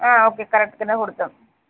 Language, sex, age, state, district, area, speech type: Telugu, female, 60+, Andhra Pradesh, Visakhapatnam, urban, conversation